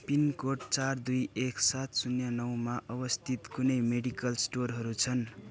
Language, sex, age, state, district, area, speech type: Nepali, male, 18-30, West Bengal, Darjeeling, rural, read